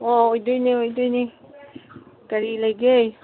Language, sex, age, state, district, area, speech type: Manipuri, female, 60+, Manipur, Kangpokpi, urban, conversation